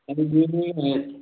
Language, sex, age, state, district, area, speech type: Marathi, male, 18-30, Maharashtra, Hingoli, urban, conversation